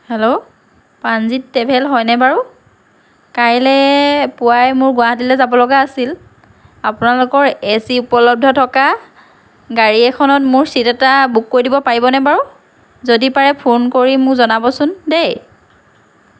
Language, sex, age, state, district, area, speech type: Assamese, female, 45-60, Assam, Lakhimpur, rural, spontaneous